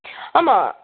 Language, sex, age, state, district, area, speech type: Tamil, female, 30-45, Tamil Nadu, Dharmapuri, rural, conversation